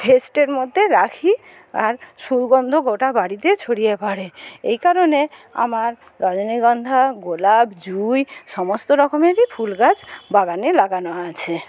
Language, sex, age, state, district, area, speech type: Bengali, female, 60+, West Bengal, Paschim Medinipur, rural, spontaneous